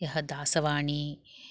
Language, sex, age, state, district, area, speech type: Sanskrit, female, 30-45, Karnataka, Bangalore Urban, urban, spontaneous